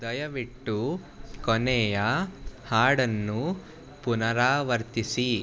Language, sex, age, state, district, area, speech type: Kannada, male, 18-30, Karnataka, Bidar, urban, read